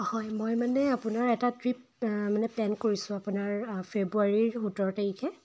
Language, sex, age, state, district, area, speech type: Assamese, female, 18-30, Assam, Dibrugarh, rural, spontaneous